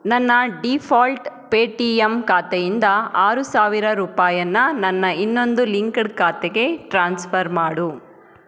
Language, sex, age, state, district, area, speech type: Kannada, female, 30-45, Karnataka, Chikkaballapur, rural, read